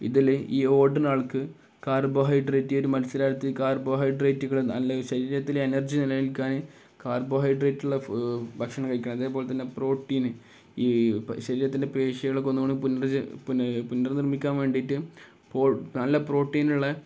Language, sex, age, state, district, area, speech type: Malayalam, male, 18-30, Kerala, Kozhikode, rural, spontaneous